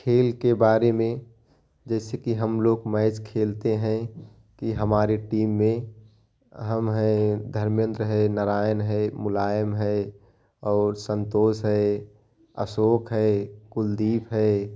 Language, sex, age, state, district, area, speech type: Hindi, male, 18-30, Uttar Pradesh, Jaunpur, rural, spontaneous